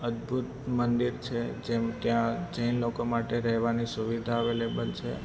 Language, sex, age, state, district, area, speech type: Gujarati, male, 18-30, Gujarat, Ahmedabad, urban, spontaneous